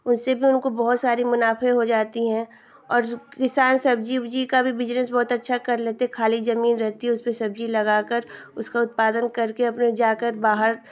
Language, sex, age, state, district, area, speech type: Hindi, female, 18-30, Uttar Pradesh, Ghazipur, rural, spontaneous